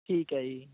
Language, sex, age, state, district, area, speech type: Punjabi, male, 30-45, Punjab, Barnala, rural, conversation